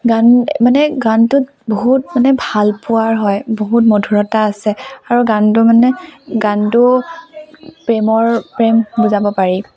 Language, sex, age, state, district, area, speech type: Assamese, female, 18-30, Assam, Tinsukia, urban, spontaneous